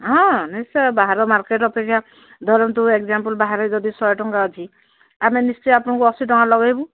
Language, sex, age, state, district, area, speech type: Odia, female, 60+, Odisha, Gajapati, rural, conversation